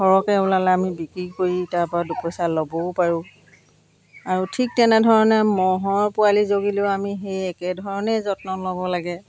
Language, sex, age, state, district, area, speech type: Assamese, female, 60+, Assam, Dhemaji, rural, spontaneous